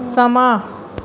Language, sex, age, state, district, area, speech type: Punjabi, female, 30-45, Punjab, Pathankot, rural, read